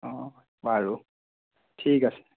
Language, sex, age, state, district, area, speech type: Assamese, male, 18-30, Assam, Nagaon, rural, conversation